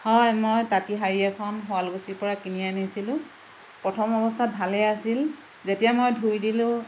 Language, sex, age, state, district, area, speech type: Assamese, female, 45-60, Assam, Lakhimpur, rural, spontaneous